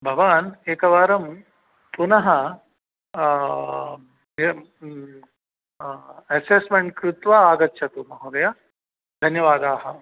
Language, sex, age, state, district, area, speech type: Sanskrit, male, 60+, Telangana, Hyderabad, urban, conversation